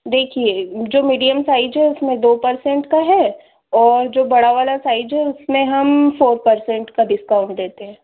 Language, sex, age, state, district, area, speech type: Hindi, female, 18-30, Madhya Pradesh, Betul, urban, conversation